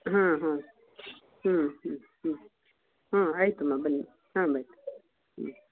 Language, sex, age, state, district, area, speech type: Kannada, female, 45-60, Karnataka, Mysore, urban, conversation